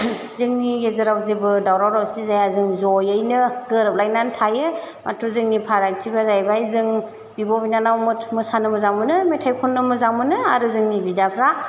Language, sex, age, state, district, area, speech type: Bodo, female, 30-45, Assam, Chirang, rural, spontaneous